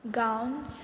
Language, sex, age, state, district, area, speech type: Goan Konkani, female, 18-30, Goa, Quepem, rural, spontaneous